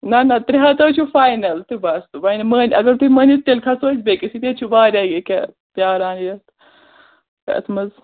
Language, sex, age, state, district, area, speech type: Kashmiri, female, 30-45, Jammu and Kashmir, Srinagar, urban, conversation